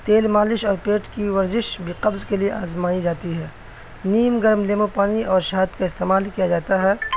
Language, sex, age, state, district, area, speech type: Urdu, male, 18-30, Bihar, Madhubani, rural, spontaneous